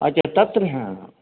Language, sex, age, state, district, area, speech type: Sanskrit, male, 60+, Uttar Pradesh, Ayodhya, urban, conversation